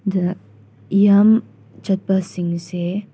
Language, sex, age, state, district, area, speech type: Manipuri, female, 18-30, Manipur, Senapati, rural, spontaneous